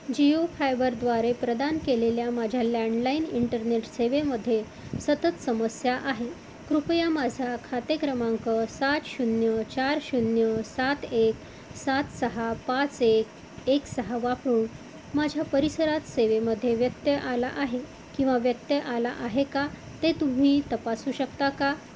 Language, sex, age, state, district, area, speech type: Marathi, female, 45-60, Maharashtra, Amravati, urban, read